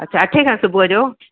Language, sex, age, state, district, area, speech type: Sindhi, female, 45-60, Madhya Pradesh, Katni, rural, conversation